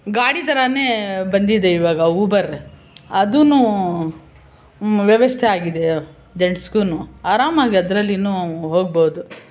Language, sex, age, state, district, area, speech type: Kannada, female, 60+, Karnataka, Bangalore Urban, urban, spontaneous